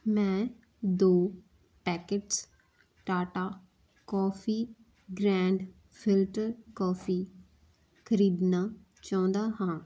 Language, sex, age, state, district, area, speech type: Punjabi, female, 30-45, Punjab, Muktsar, rural, read